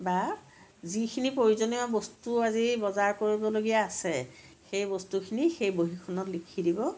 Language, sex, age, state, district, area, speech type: Assamese, female, 45-60, Assam, Lakhimpur, rural, spontaneous